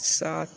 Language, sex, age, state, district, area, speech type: Hindi, male, 60+, Uttar Pradesh, Sonbhadra, rural, read